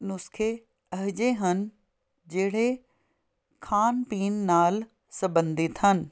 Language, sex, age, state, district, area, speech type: Punjabi, female, 30-45, Punjab, Fazilka, rural, spontaneous